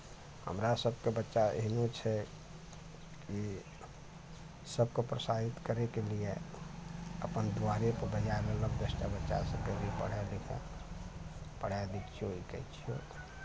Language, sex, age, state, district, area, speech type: Maithili, male, 60+, Bihar, Araria, rural, spontaneous